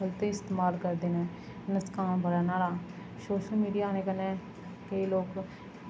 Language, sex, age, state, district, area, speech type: Dogri, female, 30-45, Jammu and Kashmir, Samba, rural, spontaneous